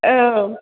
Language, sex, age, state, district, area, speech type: Bodo, female, 45-60, Assam, Chirang, rural, conversation